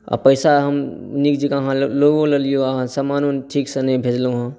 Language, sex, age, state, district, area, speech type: Maithili, male, 18-30, Bihar, Saharsa, rural, spontaneous